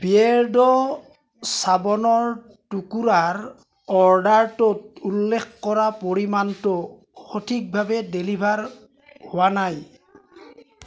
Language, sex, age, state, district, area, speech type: Assamese, male, 45-60, Assam, Golaghat, rural, read